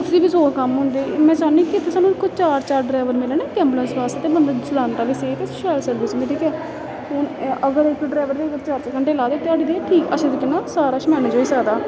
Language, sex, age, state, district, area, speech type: Dogri, female, 18-30, Jammu and Kashmir, Samba, rural, spontaneous